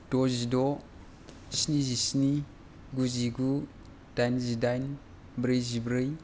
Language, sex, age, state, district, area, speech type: Bodo, male, 18-30, Assam, Kokrajhar, rural, spontaneous